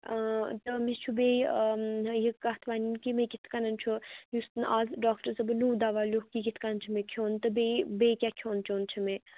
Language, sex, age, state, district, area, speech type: Kashmiri, female, 45-60, Jammu and Kashmir, Kupwara, urban, conversation